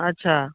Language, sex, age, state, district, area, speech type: Hindi, female, 45-60, Bihar, Darbhanga, rural, conversation